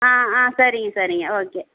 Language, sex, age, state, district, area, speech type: Tamil, female, 60+, Tamil Nadu, Coimbatore, rural, conversation